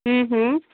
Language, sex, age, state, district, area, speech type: Sindhi, female, 30-45, Uttar Pradesh, Lucknow, urban, conversation